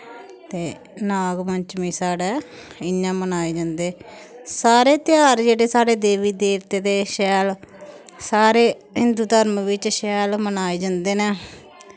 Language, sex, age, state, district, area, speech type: Dogri, female, 30-45, Jammu and Kashmir, Samba, rural, spontaneous